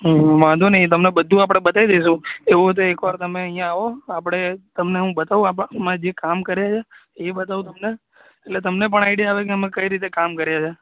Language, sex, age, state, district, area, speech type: Gujarati, male, 18-30, Gujarat, Anand, urban, conversation